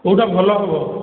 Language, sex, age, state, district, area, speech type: Odia, male, 45-60, Odisha, Balasore, rural, conversation